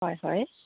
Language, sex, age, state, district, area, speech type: Assamese, female, 30-45, Assam, Golaghat, rural, conversation